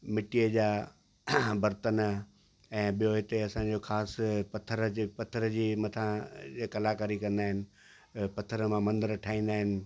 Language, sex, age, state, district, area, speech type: Sindhi, male, 60+, Gujarat, Kutch, rural, spontaneous